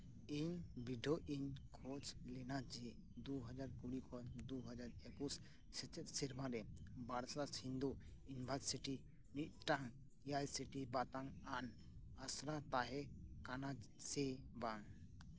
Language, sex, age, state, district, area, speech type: Santali, male, 18-30, West Bengal, Birbhum, rural, read